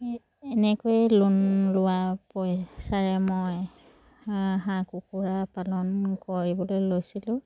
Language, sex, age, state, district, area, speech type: Assamese, female, 30-45, Assam, Charaideo, rural, spontaneous